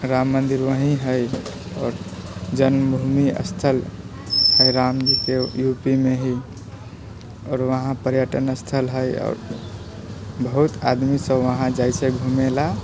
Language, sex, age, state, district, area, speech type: Maithili, male, 45-60, Bihar, Purnia, rural, spontaneous